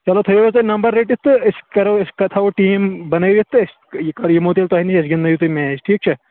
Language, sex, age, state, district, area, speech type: Kashmiri, male, 18-30, Jammu and Kashmir, Kulgam, rural, conversation